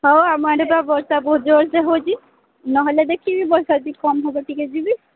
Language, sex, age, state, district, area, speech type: Odia, female, 30-45, Odisha, Sambalpur, rural, conversation